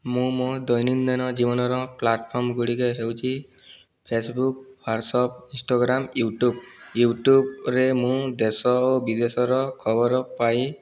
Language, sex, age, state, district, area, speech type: Odia, male, 18-30, Odisha, Boudh, rural, spontaneous